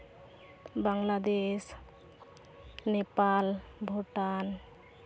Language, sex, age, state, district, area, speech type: Santali, female, 18-30, West Bengal, Uttar Dinajpur, rural, spontaneous